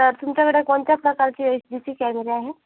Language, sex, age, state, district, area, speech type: Marathi, female, 18-30, Maharashtra, Amravati, urban, conversation